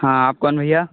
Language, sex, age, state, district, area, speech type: Hindi, male, 30-45, Uttar Pradesh, Sonbhadra, rural, conversation